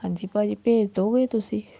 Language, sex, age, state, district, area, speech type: Punjabi, female, 45-60, Punjab, Patiala, rural, spontaneous